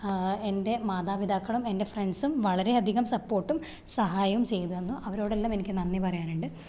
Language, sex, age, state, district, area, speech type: Malayalam, female, 18-30, Kerala, Thrissur, rural, spontaneous